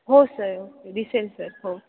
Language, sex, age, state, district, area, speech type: Marathi, female, 18-30, Maharashtra, Ahmednagar, urban, conversation